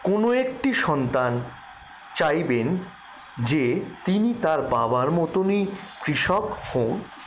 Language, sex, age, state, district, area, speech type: Bengali, male, 60+, West Bengal, Paschim Bardhaman, rural, spontaneous